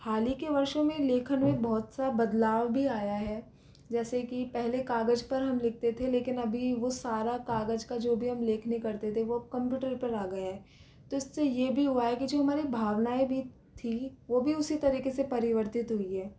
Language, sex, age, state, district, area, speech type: Hindi, female, 18-30, Rajasthan, Jaipur, urban, spontaneous